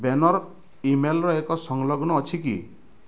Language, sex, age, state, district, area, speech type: Odia, male, 45-60, Odisha, Bargarh, rural, read